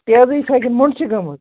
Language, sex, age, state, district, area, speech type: Kashmiri, male, 60+, Jammu and Kashmir, Baramulla, rural, conversation